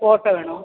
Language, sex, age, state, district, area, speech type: Malayalam, female, 45-60, Kerala, Thiruvananthapuram, urban, conversation